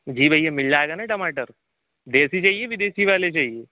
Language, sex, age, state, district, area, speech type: Hindi, male, 18-30, Madhya Pradesh, Jabalpur, urban, conversation